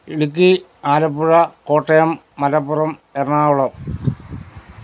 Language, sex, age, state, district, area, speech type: Malayalam, male, 60+, Kerala, Pathanamthitta, urban, spontaneous